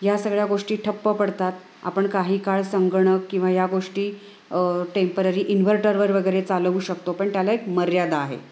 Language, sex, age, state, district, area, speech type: Marathi, female, 30-45, Maharashtra, Sangli, urban, spontaneous